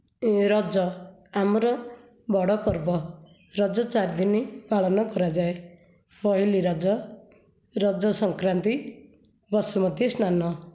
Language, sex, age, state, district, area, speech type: Odia, female, 45-60, Odisha, Nayagarh, rural, spontaneous